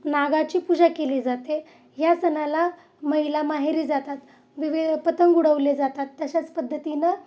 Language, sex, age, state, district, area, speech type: Marathi, female, 30-45, Maharashtra, Osmanabad, rural, spontaneous